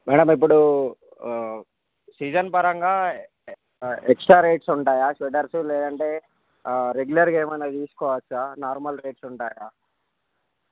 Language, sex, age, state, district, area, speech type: Telugu, male, 45-60, Andhra Pradesh, Visakhapatnam, urban, conversation